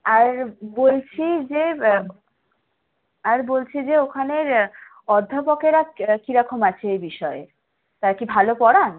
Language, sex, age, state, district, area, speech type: Bengali, female, 18-30, West Bengal, Howrah, urban, conversation